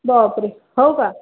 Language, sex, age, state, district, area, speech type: Marathi, female, 30-45, Maharashtra, Akola, urban, conversation